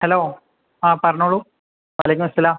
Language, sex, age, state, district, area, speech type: Malayalam, male, 18-30, Kerala, Kozhikode, urban, conversation